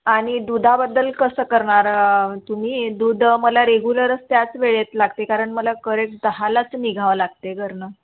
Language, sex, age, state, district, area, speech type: Marathi, female, 30-45, Maharashtra, Nagpur, urban, conversation